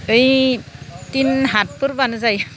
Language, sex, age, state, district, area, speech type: Bodo, female, 45-60, Assam, Udalguri, rural, spontaneous